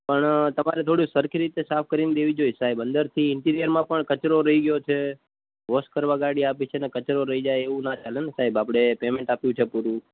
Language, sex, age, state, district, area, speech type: Gujarati, male, 18-30, Gujarat, Morbi, urban, conversation